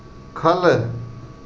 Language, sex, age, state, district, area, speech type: Dogri, male, 45-60, Jammu and Kashmir, Reasi, rural, read